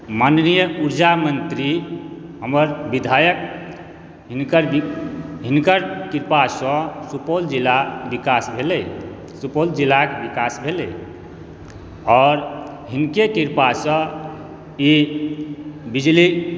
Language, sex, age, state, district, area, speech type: Maithili, male, 45-60, Bihar, Supaul, rural, spontaneous